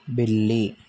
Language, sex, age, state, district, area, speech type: Urdu, male, 18-30, Telangana, Hyderabad, urban, read